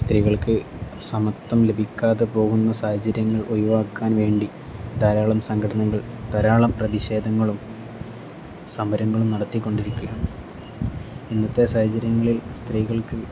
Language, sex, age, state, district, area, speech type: Malayalam, male, 18-30, Kerala, Kozhikode, rural, spontaneous